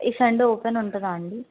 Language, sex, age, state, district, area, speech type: Telugu, female, 18-30, Telangana, Sangareddy, urban, conversation